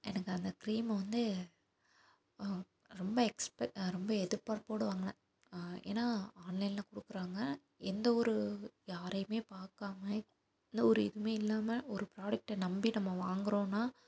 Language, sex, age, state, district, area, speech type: Tamil, female, 18-30, Tamil Nadu, Tiruppur, rural, spontaneous